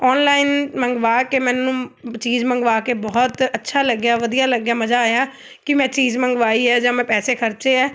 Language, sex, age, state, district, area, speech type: Punjabi, female, 30-45, Punjab, Amritsar, urban, spontaneous